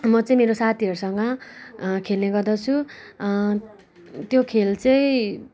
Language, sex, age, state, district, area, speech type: Nepali, female, 18-30, West Bengal, Kalimpong, rural, spontaneous